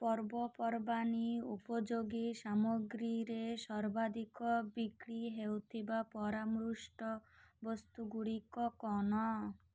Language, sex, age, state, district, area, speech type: Odia, female, 30-45, Odisha, Malkangiri, urban, read